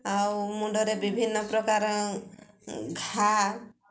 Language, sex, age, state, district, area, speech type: Odia, female, 60+, Odisha, Mayurbhanj, rural, spontaneous